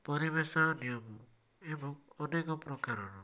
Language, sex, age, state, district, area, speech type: Odia, male, 18-30, Odisha, Cuttack, urban, spontaneous